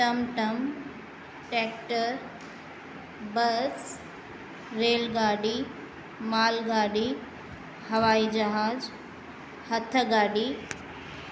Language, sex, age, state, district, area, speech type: Sindhi, female, 45-60, Uttar Pradesh, Lucknow, rural, spontaneous